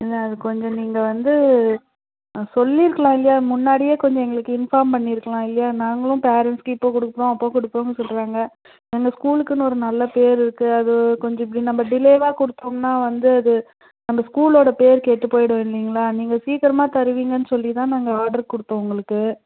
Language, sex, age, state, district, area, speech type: Tamil, female, 45-60, Tamil Nadu, Krishnagiri, rural, conversation